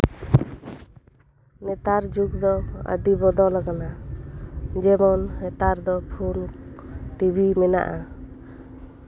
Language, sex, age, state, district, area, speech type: Santali, female, 30-45, West Bengal, Bankura, rural, spontaneous